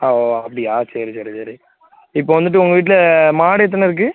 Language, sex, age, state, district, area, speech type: Tamil, male, 18-30, Tamil Nadu, Thoothukudi, rural, conversation